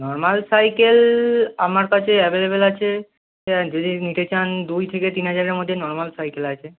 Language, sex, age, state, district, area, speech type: Bengali, male, 18-30, West Bengal, North 24 Parganas, urban, conversation